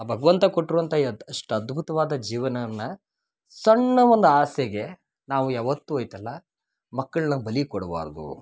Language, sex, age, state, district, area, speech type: Kannada, male, 30-45, Karnataka, Dharwad, rural, spontaneous